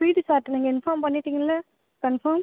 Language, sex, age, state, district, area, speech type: Tamil, female, 18-30, Tamil Nadu, Cuddalore, rural, conversation